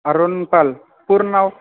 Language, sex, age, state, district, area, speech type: Marathi, male, 18-30, Maharashtra, Sangli, urban, conversation